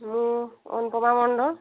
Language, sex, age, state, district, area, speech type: Odia, female, 30-45, Odisha, Mayurbhanj, rural, conversation